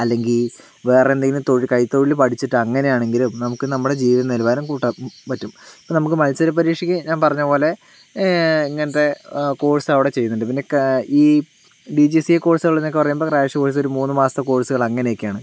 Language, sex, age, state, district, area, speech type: Malayalam, male, 18-30, Kerala, Palakkad, rural, spontaneous